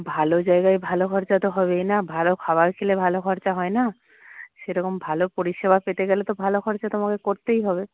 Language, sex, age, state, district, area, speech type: Bengali, female, 45-60, West Bengal, Paschim Medinipur, rural, conversation